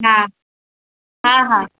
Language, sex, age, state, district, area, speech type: Sindhi, female, 18-30, Gujarat, Kutch, urban, conversation